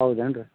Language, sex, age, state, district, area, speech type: Kannada, male, 45-60, Karnataka, Bellary, rural, conversation